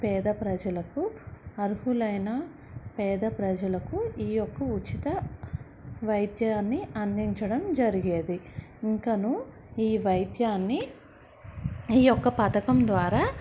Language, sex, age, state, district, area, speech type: Telugu, female, 30-45, Andhra Pradesh, Vizianagaram, urban, spontaneous